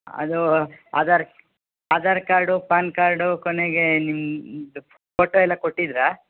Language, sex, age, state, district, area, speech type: Kannada, male, 60+, Karnataka, Shimoga, rural, conversation